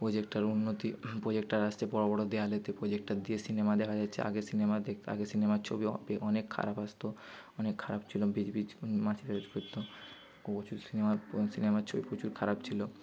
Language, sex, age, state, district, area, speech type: Bengali, male, 30-45, West Bengal, Bankura, urban, spontaneous